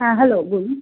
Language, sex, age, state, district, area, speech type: Bengali, female, 18-30, West Bengal, Howrah, urban, conversation